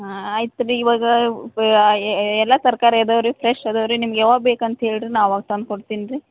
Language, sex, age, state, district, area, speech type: Kannada, female, 18-30, Karnataka, Gadag, rural, conversation